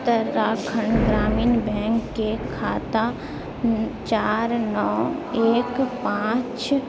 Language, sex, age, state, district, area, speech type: Maithili, female, 30-45, Bihar, Purnia, urban, read